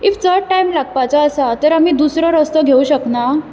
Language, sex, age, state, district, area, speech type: Goan Konkani, female, 18-30, Goa, Bardez, urban, spontaneous